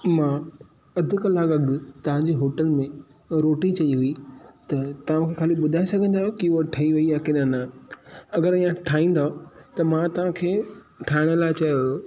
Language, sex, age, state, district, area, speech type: Sindhi, male, 18-30, Maharashtra, Thane, urban, spontaneous